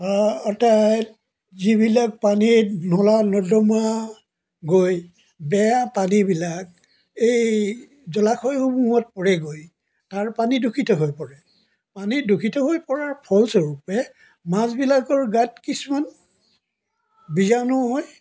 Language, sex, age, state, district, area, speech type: Assamese, male, 60+, Assam, Dibrugarh, rural, spontaneous